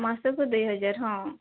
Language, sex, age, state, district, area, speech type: Odia, female, 18-30, Odisha, Sundergarh, urban, conversation